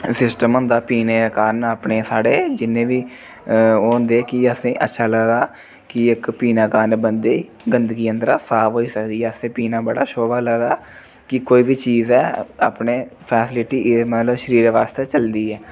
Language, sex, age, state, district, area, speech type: Dogri, male, 30-45, Jammu and Kashmir, Reasi, rural, spontaneous